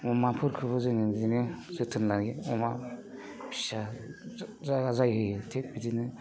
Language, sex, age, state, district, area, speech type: Bodo, male, 45-60, Assam, Udalguri, rural, spontaneous